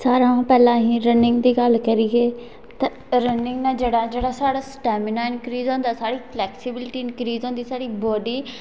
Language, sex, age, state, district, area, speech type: Dogri, female, 18-30, Jammu and Kashmir, Kathua, rural, spontaneous